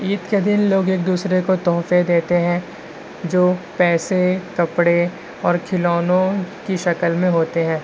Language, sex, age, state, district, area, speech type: Urdu, male, 60+, Maharashtra, Nashik, urban, spontaneous